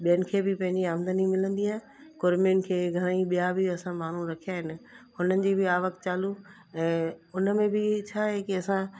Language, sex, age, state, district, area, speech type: Sindhi, female, 45-60, Gujarat, Kutch, urban, spontaneous